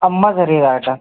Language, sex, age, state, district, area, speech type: Marathi, male, 18-30, Maharashtra, Yavatmal, rural, conversation